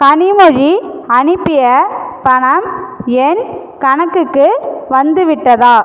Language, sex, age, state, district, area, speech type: Tamil, female, 45-60, Tamil Nadu, Cuddalore, rural, read